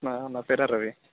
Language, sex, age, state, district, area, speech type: Telugu, male, 18-30, Telangana, Khammam, urban, conversation